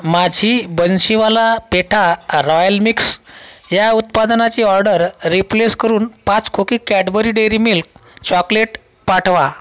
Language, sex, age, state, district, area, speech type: Marathi, male, 30-45, Maharashtra, Washim, rural, read